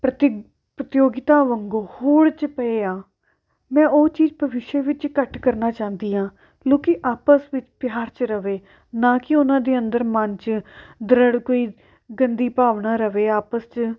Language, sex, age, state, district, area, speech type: Punjabi, female, 18-30, Punjab, Amritsar, urban, spontaneous